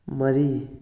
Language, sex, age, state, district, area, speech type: Manipuri, male, 18-30, Manipur, Kakching, rural, read